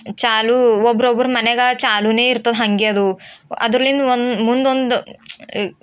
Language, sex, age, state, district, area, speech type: Kannada, female, 18-30, Karnataka, Bidar, urban, spontaneous